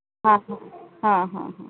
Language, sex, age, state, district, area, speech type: Sanskrit, female, 30-45, Karnataka, Bangalore Urban, urban, conversation